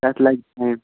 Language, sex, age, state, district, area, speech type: Kashmiri, male, 18-30, Jammu and Kashmir, Baramulla, rural, conversation